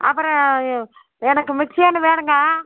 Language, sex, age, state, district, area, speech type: Tamil, female, 60+, Tamil Nadu, Erode, urban, conversation